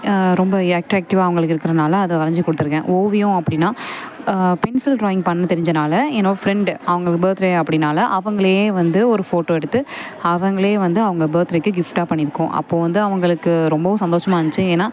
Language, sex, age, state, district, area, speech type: Tamil, female, 18-30, Tamil Nadu, Perambalur, urban, spontaneous